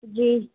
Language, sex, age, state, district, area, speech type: Urdu, female, 45-60, Bihar, Khagaria, rural, conversation